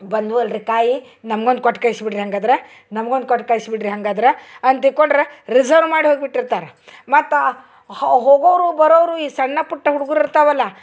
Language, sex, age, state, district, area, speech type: Kannada, female, 60+, Karnataka, Dharwad, rural, spontaneous